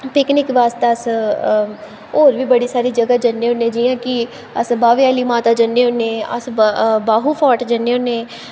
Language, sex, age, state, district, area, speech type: Dogri, female, 18-30, Jammu and Kashmir, Kathua, rural, spontaneous